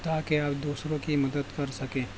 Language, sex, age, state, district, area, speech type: Urdu, male, 18-30, Maharashtra, Nashik, rural, spontaneous